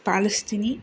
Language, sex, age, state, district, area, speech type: Kannada, female, 45-60, Karnataka, Chikkaballapur, rural, spontaneous